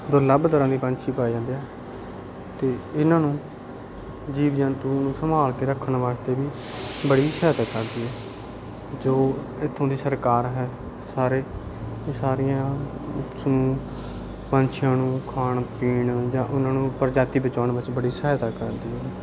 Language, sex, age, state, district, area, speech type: Punjabi, male, 30-45, Punjab, Bathinda, urban, spontaneous